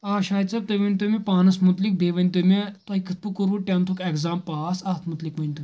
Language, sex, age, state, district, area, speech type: Kashmiri, male, 18-30, Jammu and Kashmir, Anantnag, rural, spontaneous